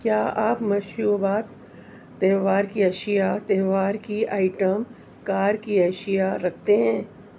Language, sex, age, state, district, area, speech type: Urdu, female, 30-45, Delhi, Central Delhi, urban, read